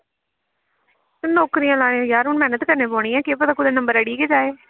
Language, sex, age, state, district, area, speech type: Dogri, female, 18-30, Jammu and Kashmir, Samba, rural, conversation